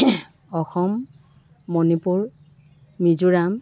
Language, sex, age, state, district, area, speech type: Assamese, female, 60+, Assam, Dibrugarh, rural, spontaneous